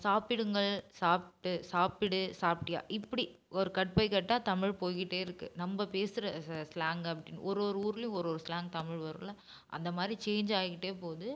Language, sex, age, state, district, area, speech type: Tamil, female, 18-30, Tamil Nadu, Namakkal, urban, spontaneous